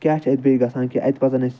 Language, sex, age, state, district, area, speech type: Kashmiri, male, 30-45, Jammu and Kashmir, Ganderbal, urban, spontaneous